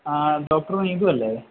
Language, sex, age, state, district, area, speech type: Malayalam, male, 30-45, Kerala, Wayanad, rural, conversation